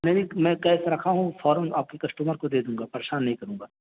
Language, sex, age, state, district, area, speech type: Urdu, male, 18-30, Uttar Pradesh, Balrampur, rural, conversation